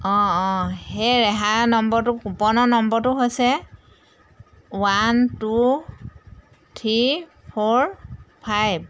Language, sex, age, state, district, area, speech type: Assamese, female, 45-60, Assam, Jorhat, urban, spontaneous